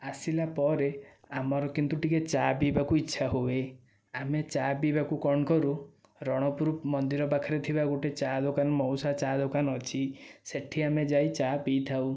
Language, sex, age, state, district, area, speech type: Odia, male, 18-30, Odisha, Nayagarh, rural, spontaneous